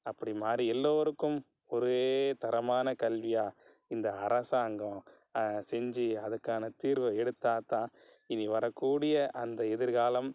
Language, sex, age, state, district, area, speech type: Tamil, male, 45-60, Tamil Nadu, Pudukkottai, rural, spontaneous